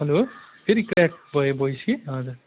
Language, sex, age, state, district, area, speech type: Nepali, male, 45-60, West Bengal, Kalimpong, rural, conversation